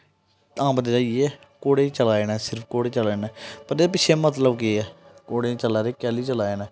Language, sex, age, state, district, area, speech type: Dogri, male, 18-30, Jammu and Kashmir, Jammu, rural, spontaneous